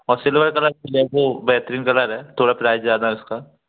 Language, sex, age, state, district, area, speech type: Hindi, female, 18-30, Madhya Pradesh, Gwalior, urban, conversation